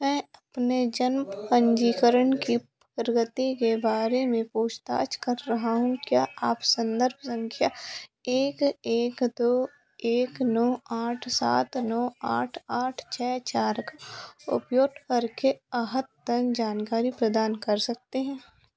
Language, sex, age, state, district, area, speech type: Hindi, female, 18-30, Madhya Pradesh, Narsinghpur, rural, read